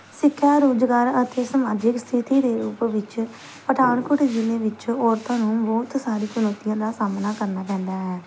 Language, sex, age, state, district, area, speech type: Punjabi, female, 18-30, Punjab, Pathankot, rural, spontaneous